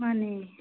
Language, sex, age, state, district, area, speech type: Manipuri, female, 60+, Manipur, Bishnupur, rural, conversation